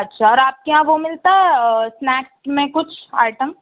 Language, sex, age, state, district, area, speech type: Urdu, female, 18-30, Uttar Pradesh, Balrampur, rural, conversation